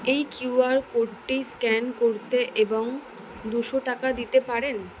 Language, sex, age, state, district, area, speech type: Bengali, female, 30-45, West Bengal, Kolkata, urban, read